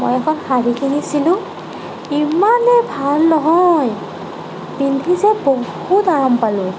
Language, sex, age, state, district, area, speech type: Assamese, female, 45-60, Assam, Nagaon, rural, spontaneous